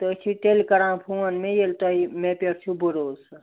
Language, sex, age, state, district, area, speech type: Kashmiri, male, 18-30, Jammu and Kashmir, Ganderbal, rural, conversation